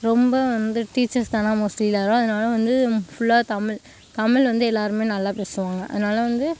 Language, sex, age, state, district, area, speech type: Tamil, female, 18-30, Tamil Nadu, Mayiladuthurai, rural, spontaneous